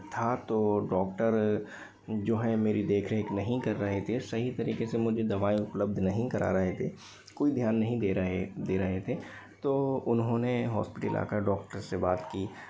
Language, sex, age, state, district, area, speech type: Hindi, male, 30-45, Madhya Pradesh, Bhopal, urban, spontaneous